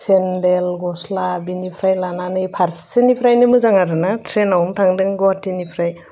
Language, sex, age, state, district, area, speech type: Bodo, female, 30-45, Assam, Udalguri, urban, spontaneous